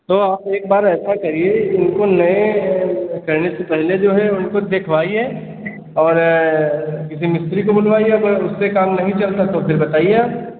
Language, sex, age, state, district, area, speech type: Hindi, male, 30-45, Uttar Pradesh, Sitapur, rural, conversation